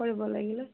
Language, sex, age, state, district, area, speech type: Assamese, female, 30-45, Assam, Morigaon, rural, conversation